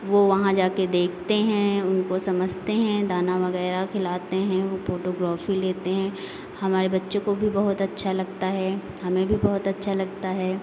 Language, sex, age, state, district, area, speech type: Hindi, female, 30-45, Uttar Pradesh, Lucknow, rural, spontaneous